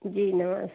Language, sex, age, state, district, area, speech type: Hindi, female, 30-45, Uttar Pradesh, Jaunpur, rural, conversation